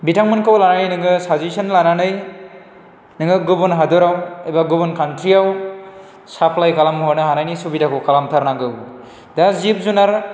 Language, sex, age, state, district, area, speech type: Bodo, male, 30-45, Assam, Chirang, rural, spontaneous